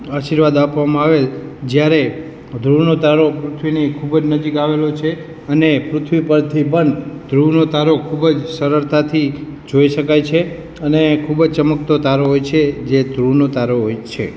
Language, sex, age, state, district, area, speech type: Gujarati, male, 18-30, Gujarat, Morbi, urban, spontaneous